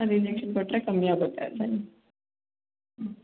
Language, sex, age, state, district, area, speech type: Kannada, female, 18-30, Karnataka, Hassan, rural, conversation